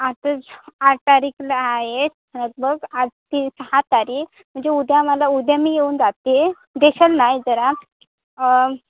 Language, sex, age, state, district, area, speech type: Marathi, female, 18-30, Maharashtra, Sindhudurg, rural, conversation